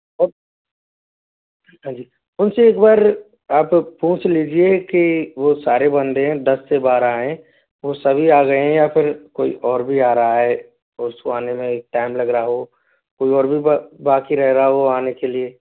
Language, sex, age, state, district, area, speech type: Hindi, male, 18-30, Rajasthan, Jaipur, urban, conversation